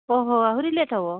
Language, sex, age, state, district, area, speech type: Odia, female, 45-60, Odisha, Sundergarh, rural, conversation